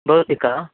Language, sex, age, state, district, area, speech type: Sanskrit, male, 30-45, Karnataka, Uttara Kannada, rural, conversation